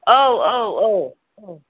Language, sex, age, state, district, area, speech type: Bodo, female, 60+, Assam, Udalguri, urban, conversation